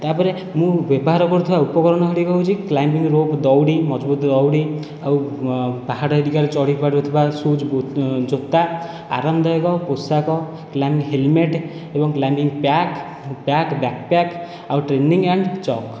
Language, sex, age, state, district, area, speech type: Odia, male, 18-30, Odisha, Khordha, rural, spontaneous